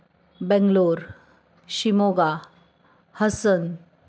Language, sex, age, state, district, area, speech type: Marathi, female, 45-60, Maharashtra, Kolhapur, urban, spontaneous